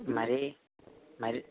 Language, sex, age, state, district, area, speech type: Telugu, male, 30-45, Andhra Pradesh, East Godavari, rural, conversation